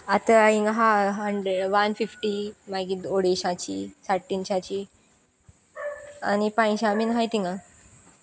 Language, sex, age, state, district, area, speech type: Goan Konkani, female, 18-30, Goa, Sanguem, rural, spontaneous